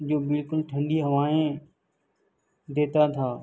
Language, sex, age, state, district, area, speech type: Urdu, male, 45-60, Telangana, Hyderabad, urban, spontaneous